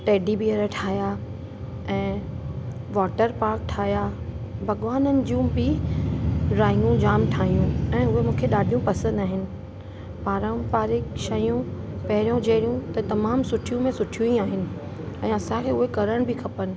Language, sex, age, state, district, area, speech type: Sindhi, female, 30-45, Uttar Pradesh, Lucknow, rural, spontaneous